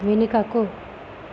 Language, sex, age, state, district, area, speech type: Telugu, female, 18-30, Andhra Pradesh, Visakhapatnam, rural, read